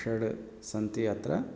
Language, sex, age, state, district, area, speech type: Sanskrit, male, 30-45, Telangana, Hyderabad, urban, spontaneous